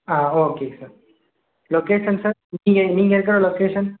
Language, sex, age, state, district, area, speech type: Tamil, male, 18-30, Tamil Nadu, Perambalur, rural, conversation